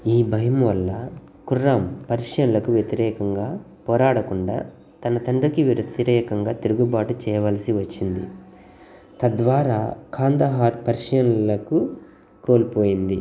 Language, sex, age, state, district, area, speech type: Telugu, male, 30-45, Andhra Pradesh, Guntur, rural, read